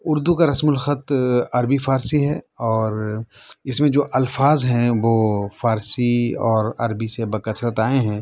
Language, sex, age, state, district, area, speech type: Urdu, male, 30-45, Delhi, South Delhi, urban, spontaneous